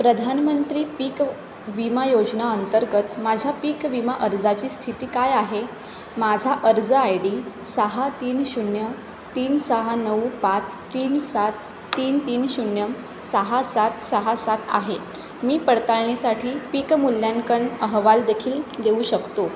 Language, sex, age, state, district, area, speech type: Marathi, female, 18-30, Maharashtra, Palghar, rural, read